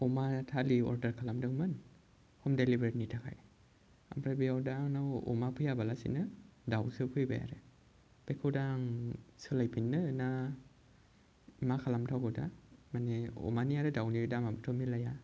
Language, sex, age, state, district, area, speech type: Bodo, male, 18-30, Assam, Kokrajhar, rural, spontaneous